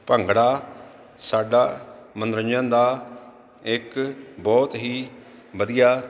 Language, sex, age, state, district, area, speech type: Punjabi, male, 45-60, Punjab, Jalandhar, urban, spontaneous